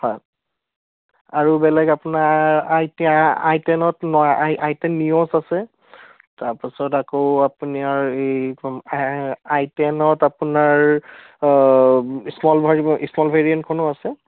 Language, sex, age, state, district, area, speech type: Assamese, male, 18-30, Assam, Charaideo, urban, conversation